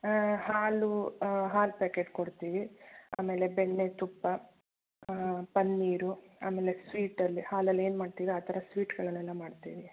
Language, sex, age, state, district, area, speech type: Kannada, female, 30-45, Karnataka, Shimoga, rural, conversation